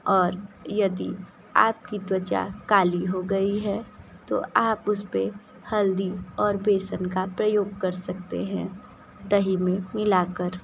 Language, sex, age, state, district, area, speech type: Hindi, female, 30-45, Uttar Pradesh, Sonbhadra, rural, spontaneous